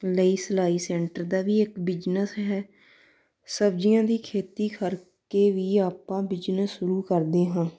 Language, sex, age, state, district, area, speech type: Punjabi, female, 18-30, Punjab, Tarn Taran, rural, spontaneous